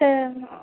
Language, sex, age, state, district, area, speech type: Marathi, female, 18-30, Maharashtra, Aurangabad, rural, conversation